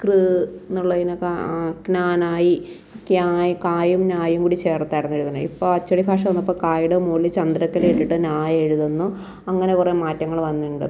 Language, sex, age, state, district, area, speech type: Malayalam, female, 30-45, Kerala, Kottayam, rural, spontaneous